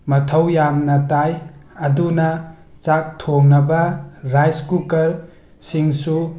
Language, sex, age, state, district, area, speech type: Manipuri, male, 30-45, Manipur, Tengnoupal, urban, spontaneous